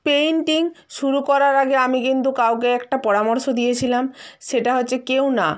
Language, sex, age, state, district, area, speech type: Bengali, female, 45-60, West Bengal, Nadia, rural, spontaneous